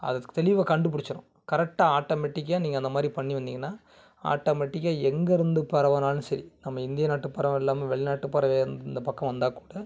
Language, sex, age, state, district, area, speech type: Tamil, male, 30-45, Tamil Nadu, Kanyakumari, urban, spontaneous